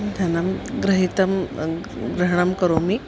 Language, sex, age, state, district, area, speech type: Sanskrit, female, 45-60, Maharashtra, Nagpur, urban, spontaneous